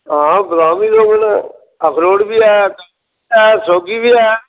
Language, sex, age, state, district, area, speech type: Dogri, male, 45-60, Jammu and Kashmir, Reasi, rural, conversation